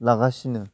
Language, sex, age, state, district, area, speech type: Bodo, male, 30-45, Assam, Chirang, rural, spontaneous